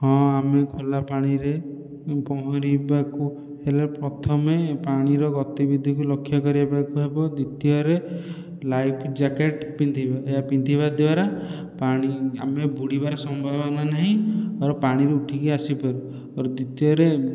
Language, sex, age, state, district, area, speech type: Odia, male, 18-30, Odisha, Khordha, rural, spontaneous